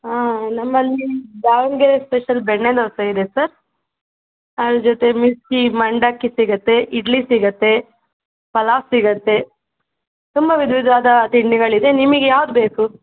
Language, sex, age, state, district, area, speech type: Kannada, female, 45-60, Karnataka, Davanagere, rural, conversation